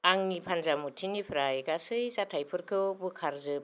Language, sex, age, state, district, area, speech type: Bodo, female, 45-60, Assam, Kokrajhar, rural, read